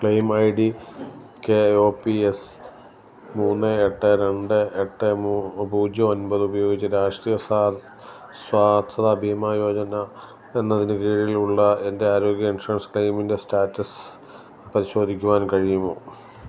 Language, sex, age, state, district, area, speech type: Malayalam, male, 45-60, Kerala, Alappuzha, rural, read